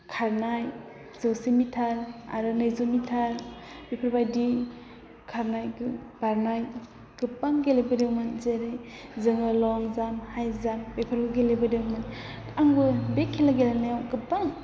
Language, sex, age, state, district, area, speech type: Bodo, female, 30-45, Assam, Udalguri, rural, spontaneous